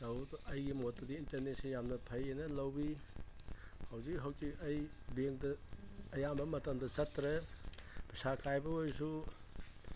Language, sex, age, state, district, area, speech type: Manipuri, male, 60+, Manipur, Imphal East, urban, spontaneous